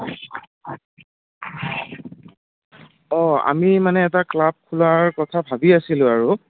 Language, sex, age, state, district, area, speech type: Assamese, male, 18-30, Assam, Goalpara, rural, conversation